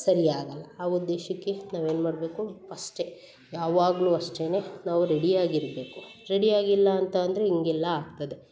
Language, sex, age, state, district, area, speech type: Kannada, female, 45-60, Karnataka, Hassan, urban, spontaneous